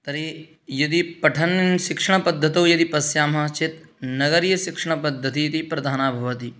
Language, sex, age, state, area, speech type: Sanskrit, male, 18-30, Rajasthan, rural, spontaneous